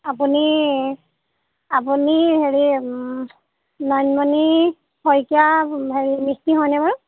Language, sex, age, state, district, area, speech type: Assamese, female, 30-45, Assam, Golaghat, urban, conversation